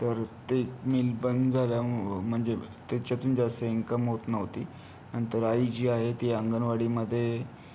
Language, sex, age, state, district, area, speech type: Marathi, male, 30-45, Maharashtra, Yavatmal, rural, spontaneous